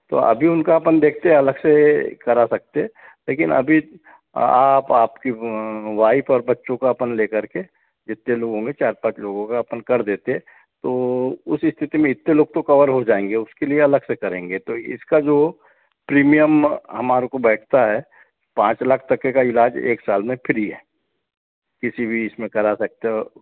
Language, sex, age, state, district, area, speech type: Hindi, male, 60+, Madhya Pradesh, Balaghat, rural, conversation